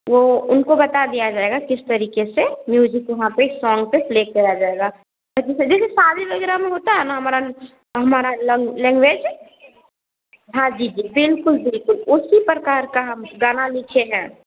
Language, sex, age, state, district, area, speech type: Hindi, female, 18-30, Bihar, Begusarai, urban, conversation